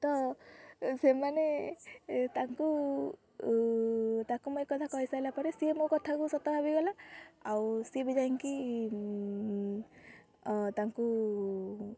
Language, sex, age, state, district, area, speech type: Odia, female, 18-30, Odisha, Kendrapara, urban, spontaneous